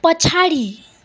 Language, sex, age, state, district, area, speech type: Nepali, female, 18-30, West Bengal, Darjeeling, rural, read